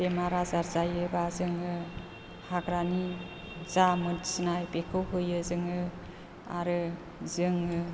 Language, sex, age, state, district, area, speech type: Bodo, female, 60+, Assam, Chirang, rural, spontaneous